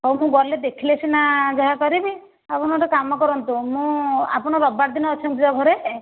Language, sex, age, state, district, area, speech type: Odia, female, 30-45, Odisha, Bhadrak, rural, conversation